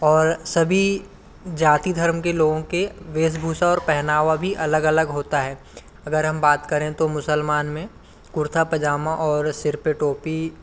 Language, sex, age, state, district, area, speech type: Hindi, male, 45-60, Madhya Pradesh, Bhopal, rural, spontaneous